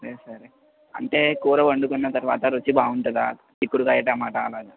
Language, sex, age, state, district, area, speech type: Telugu, male, 30-45, Andhra Pradesh, N T Rama Rao, urban, conversation